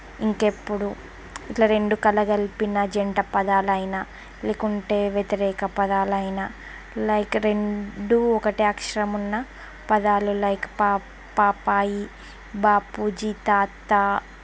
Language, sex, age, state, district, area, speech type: Telugu, female, 45-60, Andhra Pradesh, Srikakulam, urban, spontaneous